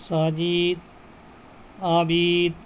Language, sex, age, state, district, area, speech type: Urdu, male, 60+, Bihar, Gaya, rural, spontaneous